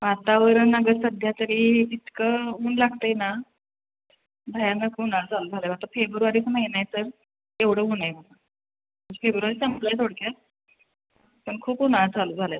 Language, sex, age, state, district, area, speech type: Marathi, female, 18-30, Maharashtra, Sangli, rural, conversation